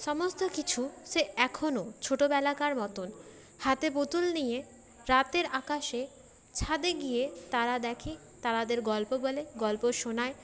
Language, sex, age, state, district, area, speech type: Bengali, female, 30-45, West Bengal, Paschim Bardhaman, urban, spontaneous